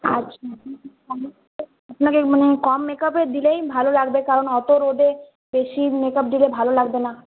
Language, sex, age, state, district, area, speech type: Bengali, female, 18-30, West Bengal, Purulia, rural, conversation